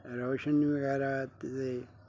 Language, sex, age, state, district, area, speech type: Punjabi, male, 60+, Punjab, Bathinda, rural, spontaneous